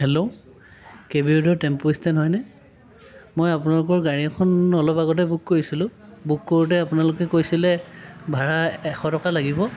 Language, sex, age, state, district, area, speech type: Assamese, male, 45-60, Assam, Lakhimpur, rural, spontaneous